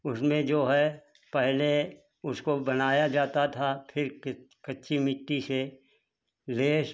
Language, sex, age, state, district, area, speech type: Hindi, male, 60+, Uttar Pradesh, Hardoi, rural, spontaneous